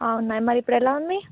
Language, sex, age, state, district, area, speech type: Telugu, female, 18-30, Telangana, Ranga Reddy, urban, conversation